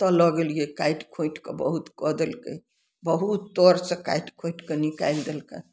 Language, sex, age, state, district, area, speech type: Maithili, female, 60+, Bihar, Samastipur, rural, spontaneous